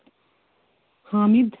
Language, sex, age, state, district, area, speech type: Kashmiri, female, 18-30, Jammu and Kashmir, Pulwama, urban, conversation